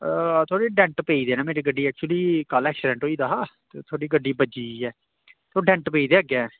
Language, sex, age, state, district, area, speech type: Dogri, male, 30-45, Jammu and Kashmir, Samba, rural, conversation